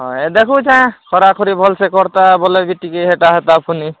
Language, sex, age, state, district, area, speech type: Odia, male, 18-30, Odisha, Kalahandi, rural, conversation